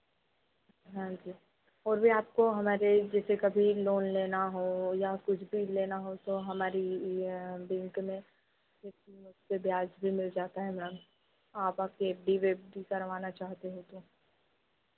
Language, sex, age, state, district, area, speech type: Hindi, female, 18-30, Madhya Pradesh, Harda, urban, conversation